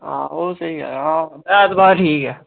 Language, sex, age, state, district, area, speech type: Dogri, male, 18-30, Jammu and Kashmir, Udhampur, rural, conversation